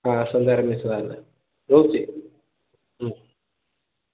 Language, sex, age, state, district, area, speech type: Odia, male, 30-45, Odisha, Koraput, urban, conversation